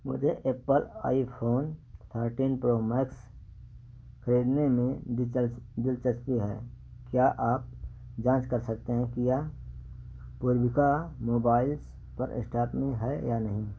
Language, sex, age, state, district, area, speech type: Hindi, male, 60+, Uttar Pradesh, Ayodhya, urban, read